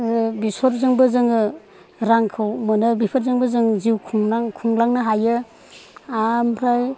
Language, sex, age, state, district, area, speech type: Bodo, female, 60+, Assam, Chirang, rural, spontaneous